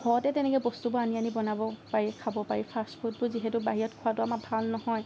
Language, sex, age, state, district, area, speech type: Assamese, female, 18-30, Assam, Lakhimpur, rural, spontaneous